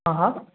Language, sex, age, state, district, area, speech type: Gujarati, male, 45-60, Gujarat, Mehsana, rural, conversation